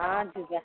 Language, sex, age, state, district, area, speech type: Odia, female, 45-60, Odisha, Angul, rural, conversation